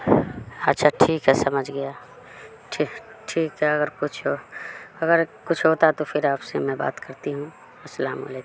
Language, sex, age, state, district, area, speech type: Urdu, female, 30-45, Bihar, Madhubani, rural, spontaneous